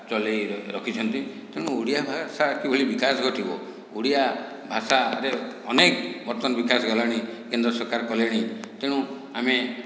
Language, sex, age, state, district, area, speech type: Odia, male, 60+, Odisha, Khordha, rural, spontaneous